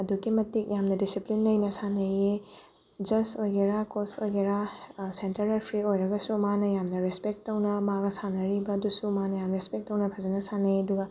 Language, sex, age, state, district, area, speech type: Manipuri, female, 18-30, Manipur, Bishnupur, rural, spontaneous